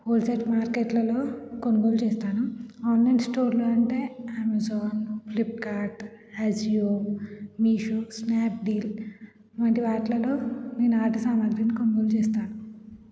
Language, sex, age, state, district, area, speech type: Telugu, female, 18-30, Telangana, Ranga Reddy, urban, spontaneous